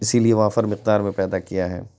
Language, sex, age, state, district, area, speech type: Urdu, male, 30-45, Uttar Pradesh, Lucknow, urban, spontaneous